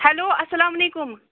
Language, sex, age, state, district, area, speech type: Kashmiri, female, 30-45, Jammu and Kashmir, Srinagar, urban, conversation